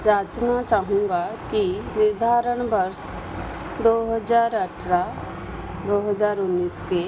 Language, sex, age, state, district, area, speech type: Hindi, female, 45-60, Madhya Pradesh, Chhindwara, rural, read